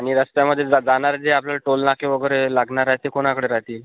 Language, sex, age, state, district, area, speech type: Marathi, male, 30-45, Maharashtra, Akola, rural, conversation